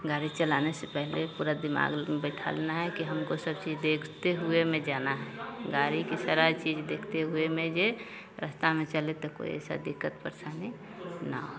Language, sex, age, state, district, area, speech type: Hindi, female, 30-45, Bihar, Vaishali, rural, spontaneous